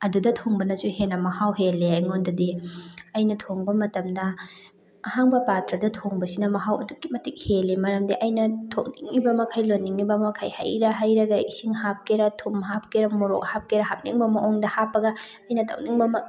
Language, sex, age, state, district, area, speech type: Manipuri, female, 30-45, Manipur, Thoubal, rural, spontaneous